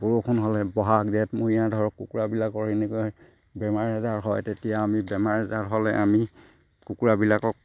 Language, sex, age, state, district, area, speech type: Assamese, male, 60+, Assam, Sivasagar, rural, spontaneous